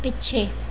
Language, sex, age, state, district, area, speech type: Punjabi, female, 18-30, Punjab, Mansa, urban, read